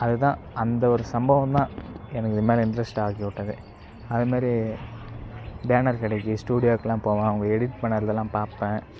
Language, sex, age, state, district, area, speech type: Tamil, male, 18-30, Tamil Nadu, Kallakurichi, rural, spontaneous